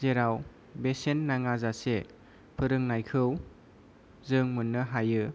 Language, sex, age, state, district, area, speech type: Bodo, male, 18-30, Assam, Kokrajhar, rural, spontaneous